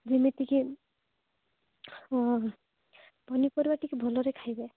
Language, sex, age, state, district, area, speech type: Odia, female, 45-60, Odisha, Nabarangpur, rural, conversation